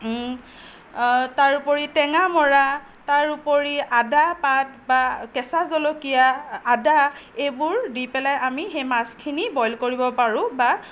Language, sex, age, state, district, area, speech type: Assamese, female, 60+, Assam, Nagaon, rural, spontaneous